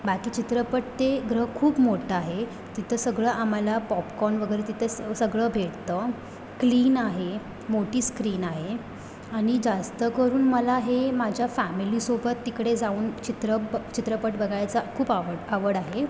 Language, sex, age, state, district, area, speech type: Marathi, female, 18-30, Maharashtra, Mumbai Suburban, urban, spontaneous